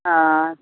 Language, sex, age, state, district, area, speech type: Maithili, female, 60+, Bihar, Araria, rural, conversation